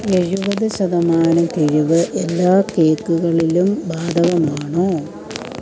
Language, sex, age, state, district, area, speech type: Malayalam, female, 45-60, Kerala, Alappuzha, rural, read